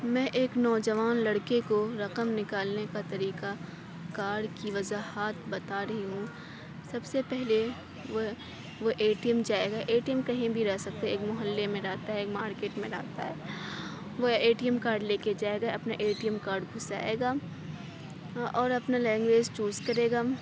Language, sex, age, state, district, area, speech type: Urdu, female, 18-30, Uttar Pradesh, Aligarh, rural, spontaneous